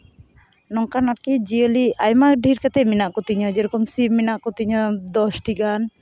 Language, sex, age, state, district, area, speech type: Santali, female, 18-30, West Bengal, Uttar Dinajpur, rural, spontaneous